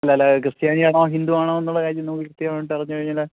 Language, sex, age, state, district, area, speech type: Malayalam, male, 30-45, Kerala, Thiruvananthapuram, urban, conversation